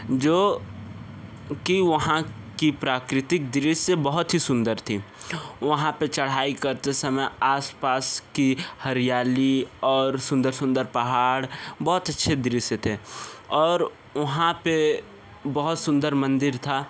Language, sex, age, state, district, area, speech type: Hindi, male, 18-30, Uttar Pradesh, Sonbhadra, rural, spontaneous